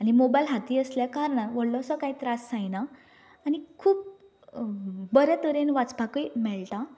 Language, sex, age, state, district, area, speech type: Goan Konkani, female, 18-30, Goa, Canacona, rural, spontaneous